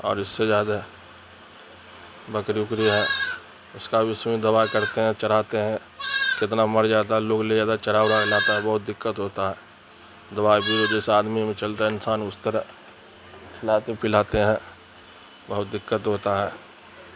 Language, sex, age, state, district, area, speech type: Urdu, male, 45-60, Bihar, Darbhanga, rural, spontaneous